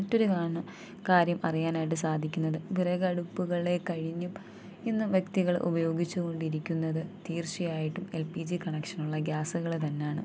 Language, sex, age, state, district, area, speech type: Malayalam, female, 18-30, Kerala, Thiruvananthapuram, rural, spontaneous